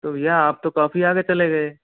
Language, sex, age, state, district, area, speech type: Hindi, male, 18-30, Rajasthan, Karauli, rural, conversation